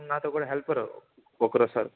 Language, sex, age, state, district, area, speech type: Telugu, male, 18-30, Andhra Pradesh, Chittoor, rural, conversation